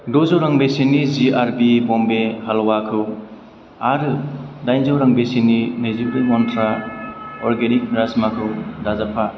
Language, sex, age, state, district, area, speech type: Bodo, male, 18-30, Assam, Chirang, urban, read